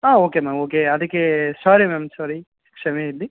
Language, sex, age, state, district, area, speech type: Kannada, male, 18-30, Karnataka, Gulbarga, urban, conversation